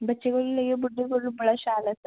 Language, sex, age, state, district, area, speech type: Dogri, female, 18-30, Jammu and Kashmir, Samba, urban, conversation